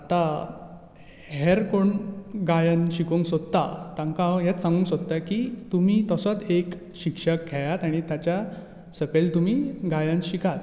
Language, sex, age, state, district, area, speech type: Goan Konkani, male, 18-30, Goa, Bardez, rural, spontaneous